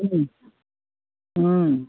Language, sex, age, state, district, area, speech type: Manipuri, female, 60+, Manipur, Imphal East, urban, conversation